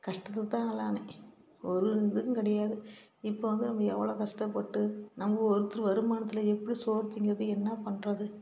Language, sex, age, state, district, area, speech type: Tamil, female, 45-60, Tamil Nadu, Salem, rural, spontaneous